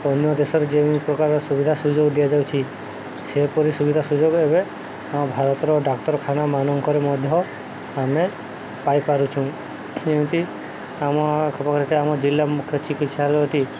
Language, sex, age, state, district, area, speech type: Odia, male, 30-45, Odisha, Subarnapur, urban, spontaneous